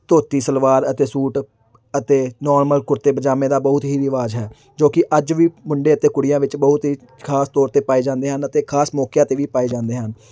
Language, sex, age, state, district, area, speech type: Punjabi, male, 18-30, Punjab, Amritsar, urban, spontaneous